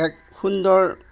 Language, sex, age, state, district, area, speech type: Assamese, male, 45-60, Assam, Darrang, rural, spontaneous